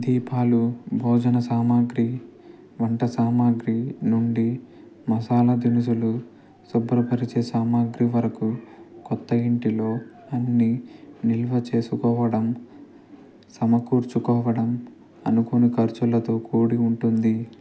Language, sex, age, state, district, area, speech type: Telugu, male, 30-45, Andhra Pradesh, Nellore, urban, read